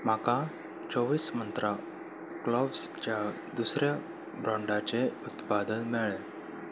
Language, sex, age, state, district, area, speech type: Goan Konkani, male, 18-30, Goa, Salcete, urban, read